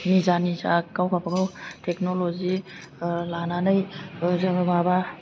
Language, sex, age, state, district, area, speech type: Bodo, female, 30-45, Assam, Baksa, rural, spontaneous